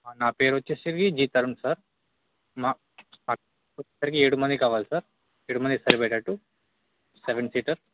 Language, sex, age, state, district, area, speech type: Telugu, male, 18-30, Telangana, Bhadradri Kothagudem, urban, conversation